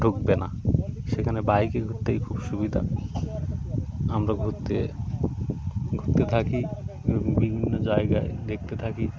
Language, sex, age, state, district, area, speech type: Bengali, male, 30-45, West Bengal, Birbhum, urban, spontaneous